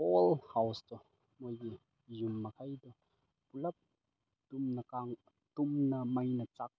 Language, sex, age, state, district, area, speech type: Manipuri, male, 30-45, Manipur, Chandel, rural, spontaneous